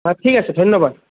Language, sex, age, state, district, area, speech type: Assamese, male, 30-45, Assam, Kamrup Metropolitan, urban, conversation